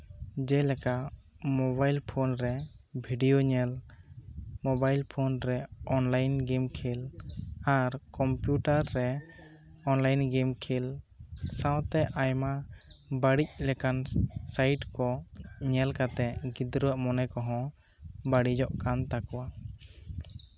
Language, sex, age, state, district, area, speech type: Santali, male, 18-30, West Bengal, Bankura, rural, spontaneous